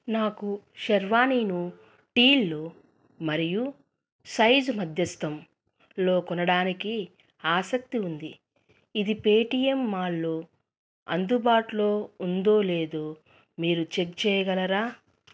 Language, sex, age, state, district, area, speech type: Telugu, female, 30-45, Andhra Pradesh, Krishna, urban, read